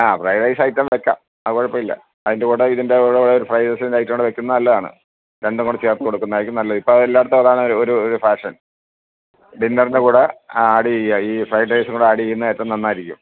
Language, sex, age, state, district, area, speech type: Malayalam, male, 60+, Kerala, Alappuzha, rural, conversation